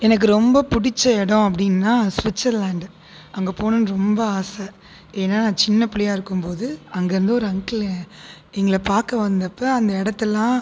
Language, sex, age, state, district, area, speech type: Tamil, female, 30-45, Tamil Nadu, Tiruchirappalli, rural, spontaneous